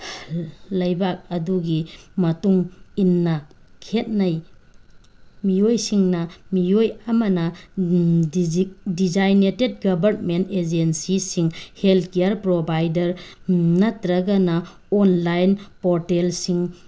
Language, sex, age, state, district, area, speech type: Manipuri, female, 30-45, Manipur, Tengnoupal, rural, spontaneous